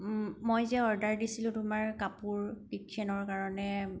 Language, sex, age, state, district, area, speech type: Assamese, female, 18-30, Assam, Kamrup Metropolitan, urban, spontaneous